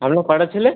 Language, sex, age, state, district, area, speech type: Bengali, male, 18-30, West Bengal, Howrah, urban, conversation